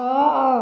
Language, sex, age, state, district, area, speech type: Odia, female, 30-45, Odisha, Khordha, rural, read